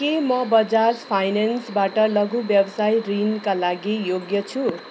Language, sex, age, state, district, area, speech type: Nepali, female, 30-45, West Bengal, Darjeeling, rural, read